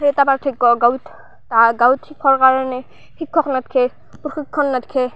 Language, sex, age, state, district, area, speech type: Assamese, female, 18-30, Assam, Barpeta, rural, spontaneous